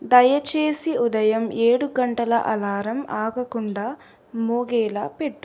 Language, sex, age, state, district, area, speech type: Telugu, female, 18-30, Telangana, Sangareddy, urban, read